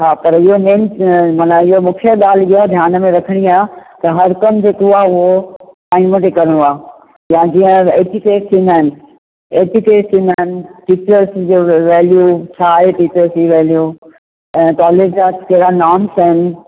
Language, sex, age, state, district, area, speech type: Sindhi, female, 60+, Maharashtra, Thane, urban, conversation